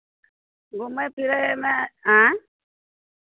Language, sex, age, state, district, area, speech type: Maithili, female, 45-60, Bihar, Madhepura, rural, conversation